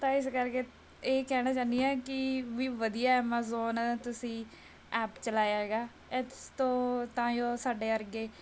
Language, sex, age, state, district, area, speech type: Punjabi, female, 30-45, Punjab, Bathinda, urban, spontaneous